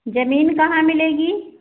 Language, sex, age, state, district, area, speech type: Hindi, female, 45-60, Uttar Pradesh, Ayodhya, rural, conversation